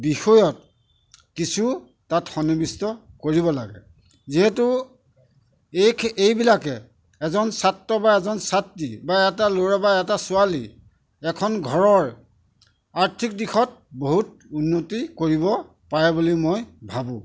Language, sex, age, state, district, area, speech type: Assamese, male, 45-60, Assam, Majuli, rural, spontaneous